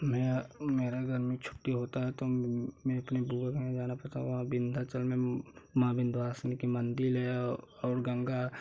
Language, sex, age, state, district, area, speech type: Hindi, male, 18-30, Uttar Pradesh, Jaunpur, rural, spontaneous